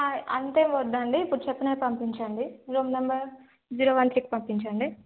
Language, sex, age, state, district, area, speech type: Telugu, female, 18-30, Telangana, Jangaon, urban, conversation